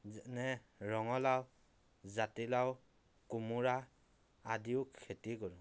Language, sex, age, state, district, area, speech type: Assamese, male, 30-45, Assam, Dhemaji, rural, spontaneous